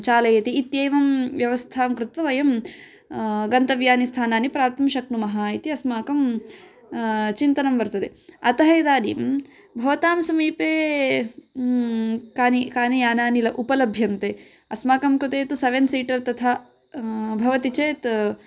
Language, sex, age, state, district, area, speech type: Sanskrit, female, 18-30, Karnataka, Chikkaballapur, rural, spontaneous